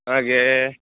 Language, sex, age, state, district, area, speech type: Kannada, male, 18-30, Karnataka, Dakshina Kannada, urban, conversation